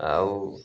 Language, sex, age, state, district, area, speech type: Odia, male, 45-60, Odisha, Malkangiri, urban, spontaneous